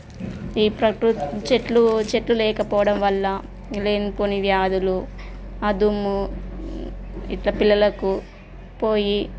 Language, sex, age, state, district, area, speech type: Telugu, female, 30-45, Telangana, Jagtial, rural, spontaneous